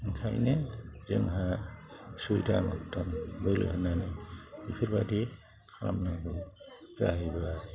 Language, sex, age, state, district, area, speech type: Bodo, male, 60+, Assam, Chirang, rural, spontaneous